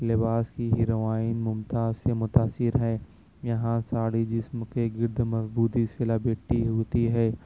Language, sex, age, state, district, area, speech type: Urdu, male, 18-30, Maharashtra, Nashik, urban, spontaneous